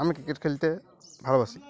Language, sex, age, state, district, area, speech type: Bengali, male, 18-30, West Bengal, Uttar Dinajpur, urban, spontaneous